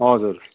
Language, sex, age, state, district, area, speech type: Nepali, male, 60+, West Bengal, Kalimpong, rural, conversation